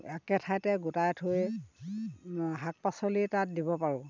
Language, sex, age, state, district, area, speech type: Assamese, female, 60+, Assam, Dhemaji, rural, spontaneous